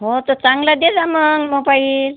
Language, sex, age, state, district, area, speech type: Marathi, female, 45-60, Maharashtra, Washim, rural, conversation